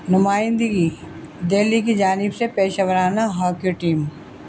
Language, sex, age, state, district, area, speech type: Urdu, female, 60+, Delhi, North East Delhi, urban, spontaneous